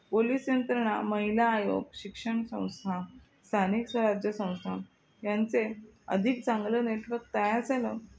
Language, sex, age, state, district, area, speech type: Marathi, female, 45-60, Maharashtra, Thane, rural, spontaneous